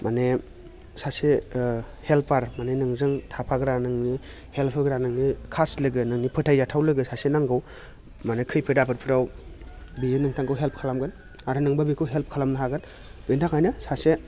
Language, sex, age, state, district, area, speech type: Bodo, male, 30-45, Assam, Baksa, urban, spontaneous